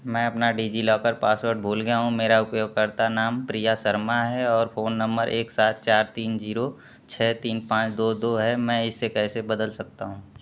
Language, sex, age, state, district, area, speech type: Hindi, male, 18-30, Uttar Pradesh, Mau, urban, read